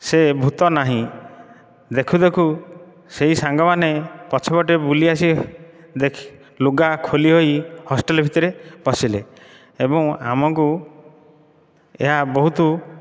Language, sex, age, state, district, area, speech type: Odia, male, 30-45, Odisha, Dhenkanal, rural, spontaneous